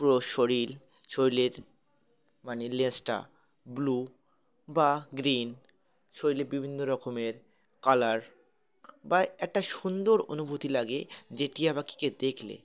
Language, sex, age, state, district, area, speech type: Bengali, male, 18-30, West Bengal, Uttar Dinajpur, urban, spontaneous